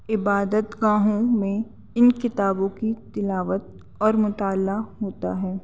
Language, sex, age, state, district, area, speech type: Urdu, female, 18-30, Delhi, North East Delhi, urban, spontaneous